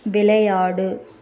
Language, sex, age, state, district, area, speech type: Tamil, female, 18-30, Tamil Nadu, Tirunelveli, rural, read